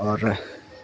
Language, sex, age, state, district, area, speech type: Urdu, male, 18-30, Bihar, Supaul, rural, spontaneous